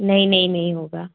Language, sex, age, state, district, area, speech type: Hindi, female, 18-30, Madhya Pradesh, Chhindwara, urban, conversation